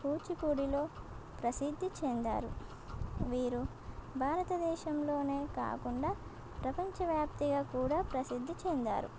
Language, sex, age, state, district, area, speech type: Telugu, female, 18-30, Telangana, Komaram Bheem, urban, spontaneous